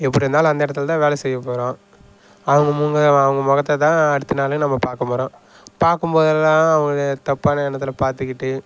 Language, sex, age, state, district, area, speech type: Tamil, male, 18-30, Tamil Nadu, Kallakurichi, rural, spontaneous